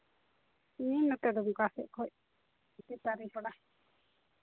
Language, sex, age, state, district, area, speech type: Santali, female, 30-45, Jharkhand, Pakur, rural, conversation